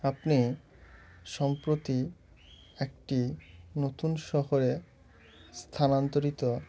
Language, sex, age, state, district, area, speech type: Bengali, male, 18-30, West Bengal, Murshidabad, urban, spontaneous